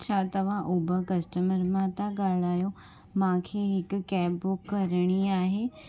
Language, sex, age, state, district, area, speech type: Sindhi, female, 18-30, Gujarat, Surat, urban, spontaneous